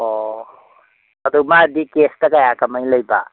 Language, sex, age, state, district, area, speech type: Manipuri, male, 45-60, Manipur, Imphal East, rural, conversation